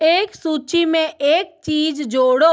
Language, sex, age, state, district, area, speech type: Hindi, female, 18-30, Rajasthan, Jodhpur, urban, read